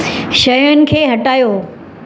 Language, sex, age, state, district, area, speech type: Sindhi, female, 60+, Maharashtra, Mumbai Suburban, rural, read